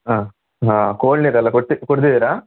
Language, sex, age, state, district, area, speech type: Kannada, male, 18-30, Karnataka, Chitradurga, rural, conversation